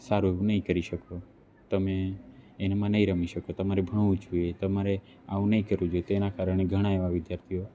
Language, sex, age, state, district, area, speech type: Gujarati, male, 18-30, Gujarat, Narmada, rural, spontaneous